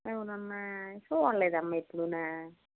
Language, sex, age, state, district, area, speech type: Telugu, female, 60+, Andhra Pradesh, Eluru, rural, conversation